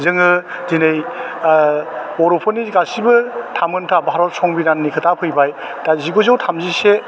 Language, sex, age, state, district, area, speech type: Bodo, male, 45-60, Assam, Chirang, rural, spontaneous